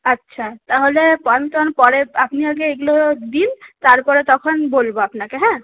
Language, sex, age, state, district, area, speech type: Bengali, female, 30-45, West Bengal, Purulia, urban, conversation